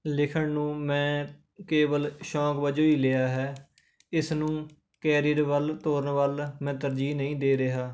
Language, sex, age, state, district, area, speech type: Punjabi, male, 18-30, Punjab, Rupnagar, rural, spontaneous